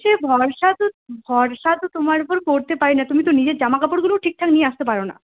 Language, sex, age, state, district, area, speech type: Bengali, female, 18-30, West Bengal, Purulia, rural, conversation